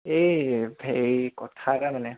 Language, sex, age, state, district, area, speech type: Assamese, male, 18-30, Assam, Dibrugarh, urban, conversation